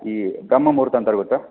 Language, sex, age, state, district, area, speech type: Kannada, male, 30-45, Karnataka, Belgaum, rural, conversation